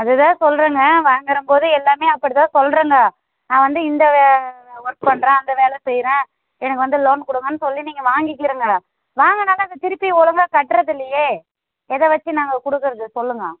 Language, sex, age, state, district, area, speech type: Tamil, female, 30-45, Tamil Nadu, Tirupattur, rural, conversation